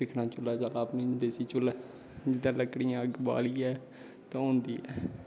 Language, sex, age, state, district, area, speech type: Dogri, male, 18-30, Jammu and Kashmir, Kathua, rural, spontaneous